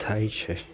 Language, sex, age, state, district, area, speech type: Gujarati, male, 45-60, Gujarat, Junagadh, rural, spontaneous